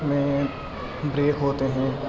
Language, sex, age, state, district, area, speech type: Urdu, male, 18-30, Delhi, East Delhi, urban, spontaneous